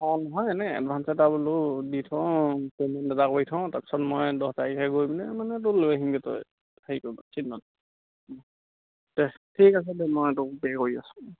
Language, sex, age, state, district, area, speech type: Assamese, male, 18-30, Assam, Charaideo, rural, conversation